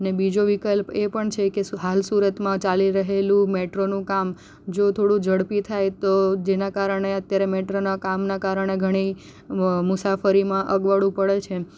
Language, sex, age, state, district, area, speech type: Gujarati, female, 18-30, Gujarat, Surat, rural, spontaneous